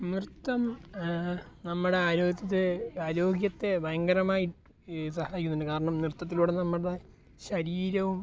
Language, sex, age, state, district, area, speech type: Malayalam, male, 18-30, Kerala, Alappuzha, rural, spontaneous